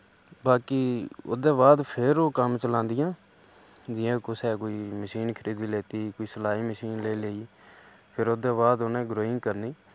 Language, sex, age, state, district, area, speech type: Dogri, male, 30-45, Jammu and Kashmir, Udhampur, rural, spontaneous